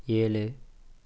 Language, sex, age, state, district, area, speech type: Tamil, male, 18-30, Tamil Nadu, Coimbatore, rural, read